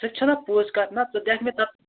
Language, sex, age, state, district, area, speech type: Kashmiri, male, 18-30, Jammu and Kashmir, Kupwara, rural, conversation